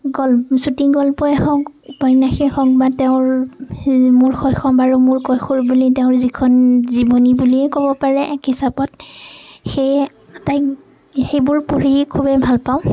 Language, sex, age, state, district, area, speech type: Assamese, female, 30-45, Assam, Nagaon, rural, spontaneous